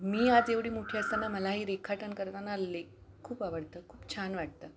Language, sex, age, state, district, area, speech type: Marathi, female, 45-60, Maharashtra, Palghar, urban, spontaneous